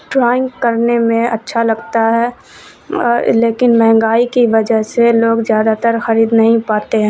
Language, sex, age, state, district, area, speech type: Urdu, female, 30-45, Bihar, Supaul, urban, spontaneous